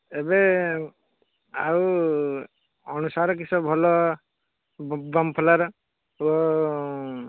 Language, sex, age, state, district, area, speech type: Odia, male, 30-45, Odisha, Balasore, rural, conversation